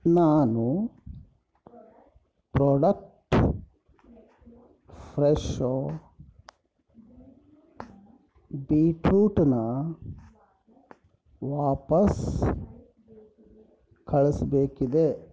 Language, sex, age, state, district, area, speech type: Kannada, male, 45-60, Karnataka, Bidar, urban, read